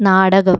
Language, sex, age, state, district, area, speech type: Malayalam, female, 45-60, Kerala, Kozhikode, urban, read